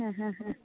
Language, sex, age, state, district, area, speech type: Malayalam, female, 18-30, Kerala, Pathanamthitta, rural, conversation